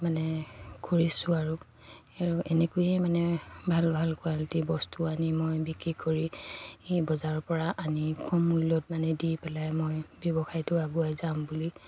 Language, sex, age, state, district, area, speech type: Assamese, female, 45-60, Assam, Dibrugarh, rural, spontaneous